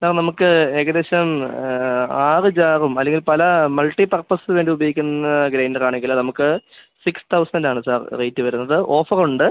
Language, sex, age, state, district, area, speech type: Malayalam, male, 30-45, Kerala, Idukki, rural, conversation